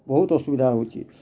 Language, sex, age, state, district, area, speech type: Odia, male, 30-45, Odisha, Bargarh, urban, spontaneous